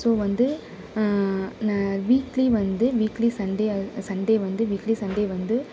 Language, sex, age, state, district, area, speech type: Tamil, female, 18-30, Tamil Nadu, Sivaganga, rural, spontaneous